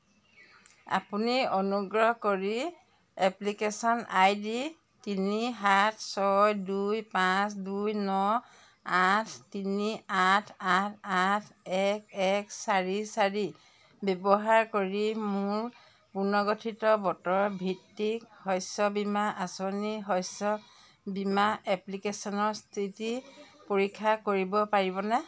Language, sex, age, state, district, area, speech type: Assamese, female, 45-60, Assam, Jorhat, urban, read